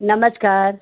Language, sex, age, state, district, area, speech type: Hindi, female, 60+, Uttar Pradesh, Hardoi, rural, conversation